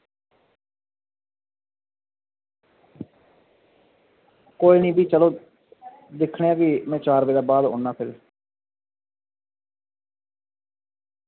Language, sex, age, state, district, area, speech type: Dogri, male, 30-45, Jammu and Kashmir, Reasi, rural, conversation